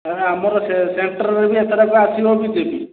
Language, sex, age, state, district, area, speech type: Odia, male, 45-60, Odisha, Khordha, rural, conversation